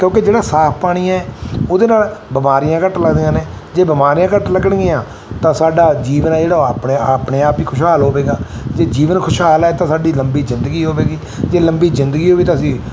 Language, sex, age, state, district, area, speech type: Punjabi, male, 45-60, Punjab, Mansa, urban, spontaneous